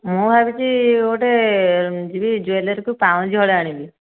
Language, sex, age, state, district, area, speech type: Odia, female, 45-60, Odisha, Dhenkanal, rural, conversation